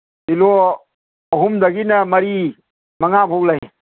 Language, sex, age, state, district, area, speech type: Manipuri, male, 60+, Manipur, Kangpokpi, urban, conversation